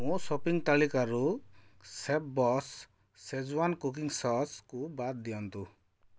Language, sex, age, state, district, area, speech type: Odia, male, 45-60, Odisha, Kalahandi, rural, read